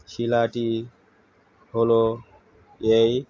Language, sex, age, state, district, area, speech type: Bengali, male, 45-60, West Bengal, Uttar Dinajpur, urban, spontaneous